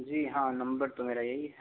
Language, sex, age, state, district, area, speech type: Hindi, male, 18-30, Uttar Pradesh, Sonbhadra, rural, conversation